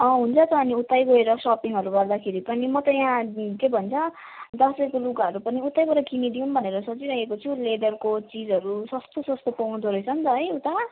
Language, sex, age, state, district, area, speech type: Nepali, female, 18-30, West Bengal, Jalpaiguri, urban, conversation